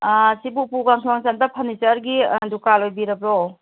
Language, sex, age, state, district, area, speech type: Manipuri, female, 45-60, Manipur, Kakching, rural, conversation